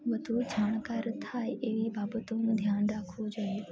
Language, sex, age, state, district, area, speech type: Gujarati, female, 18-30, Gujarat, Junagadh, rural, spontaneous